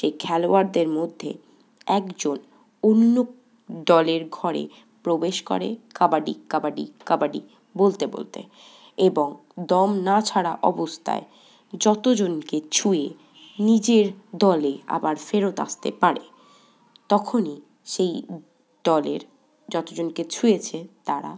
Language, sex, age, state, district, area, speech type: Bengali, female, 18-30, West Bengal, Paschim Bardhaman, urban, spontaneous